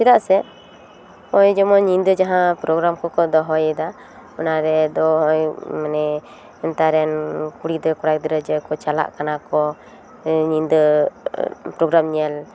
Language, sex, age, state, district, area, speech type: Santali, female, 30-45, West Bengal, Paschim Bardhaman, urban, spontaneous